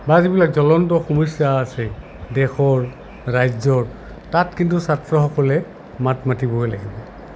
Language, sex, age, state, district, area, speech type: Assamese, male, 60+, Assam, Goalpara, urban, spontaneous